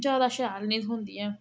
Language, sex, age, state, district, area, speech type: Dogri, female, 18-30, Jammu and Kashmir, Reasi, rural, spontaneous